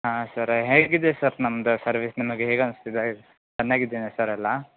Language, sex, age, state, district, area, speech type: Kannada, male, 18-30, Karnataka, Gulbarga, urban, conversation